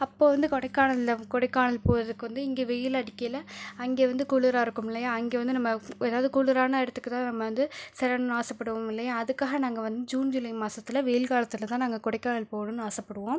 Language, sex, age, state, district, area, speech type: Tamil, female, 18-30, Tamil Nadu, Pudukkottai, rural, spontaneous